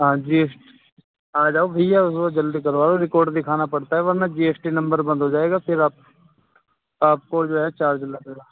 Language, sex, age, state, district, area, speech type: Urdu, male, 45-60, Uttar Pradesh, Muzaffarnagar, urban, conversation